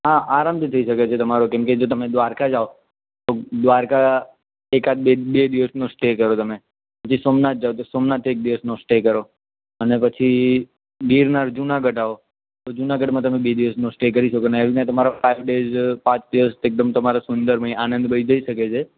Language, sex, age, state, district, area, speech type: Gujarati, male, 18-30, Gujarat, Anand, urban, conversation